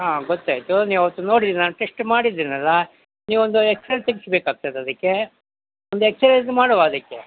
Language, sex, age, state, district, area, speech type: Kannada, male, 60+, Karnataka, Mysore, rural, conversation